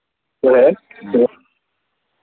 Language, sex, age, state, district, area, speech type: Hindi, male, 45-60, Madhya Pradesh, Hoshangabad, rural, conversation